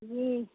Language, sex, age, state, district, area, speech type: Maithili, female, 45-60, Bihar, Sitamarhi, rural, conversation